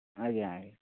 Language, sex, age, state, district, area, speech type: Odia, male, 18-30, Odisha, Nayagarh, rural, conversation